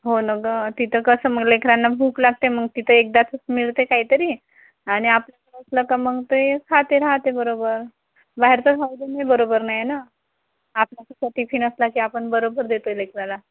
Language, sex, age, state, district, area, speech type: Marathi, female, 30-45, Maharashtra, Yavatmal, rural, conversation